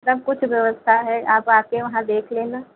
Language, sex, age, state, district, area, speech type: Hindi, female, 45-60, Uttar Pradesh, Lucknow, rural, conversation